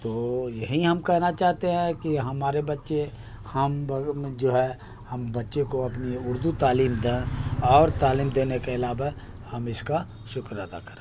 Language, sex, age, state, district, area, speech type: Urdu, male, 60+, Bihar, Khagaria, rural, spontaneous